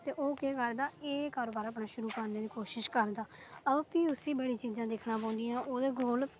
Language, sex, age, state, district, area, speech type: Dogri, female, 18-30, Jammu and Kashmir, Reasi, rural, spontaneous